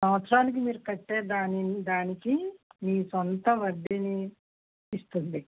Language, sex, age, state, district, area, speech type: Telugu, female, 45-60, Andhra Pradesh, West Godavari, rural, conversation